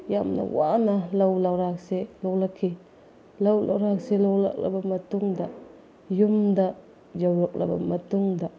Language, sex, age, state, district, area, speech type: Manipuri, female, 30-45, Manipur, Bishnupur, rural, spontaneous